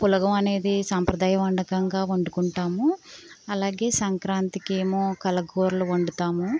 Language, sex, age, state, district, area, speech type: Telugu, female, 18-30, Andhra Pradesh, West Godavari, rural, spontaneous